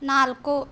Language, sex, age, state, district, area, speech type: Kannada, female, 18-30, Karnataka, Bidar, urban, read